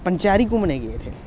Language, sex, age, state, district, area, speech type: Dogri, male, 18-30, Jammu and Kashmir, Samba, urban, spontaneous